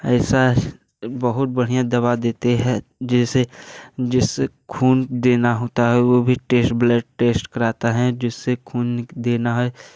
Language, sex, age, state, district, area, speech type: Hindi, male, 18-30, Uttar Pradesh, Jaunpur, rural, spontaneous